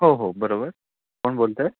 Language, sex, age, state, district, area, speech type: Marathi, male, 18-30, Maharashtra, Raigad, rural, conversation